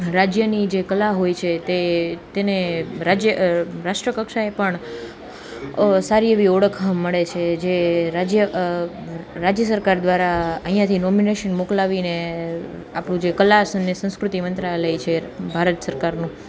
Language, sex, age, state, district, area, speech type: Gujarati, female, 18-30, Gujarat, Junagadh, urban, spontaneous